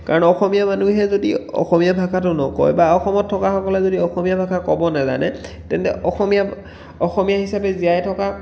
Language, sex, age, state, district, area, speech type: Assamese, male, 30-45, Assam, Dhemaji, rural, spontaneous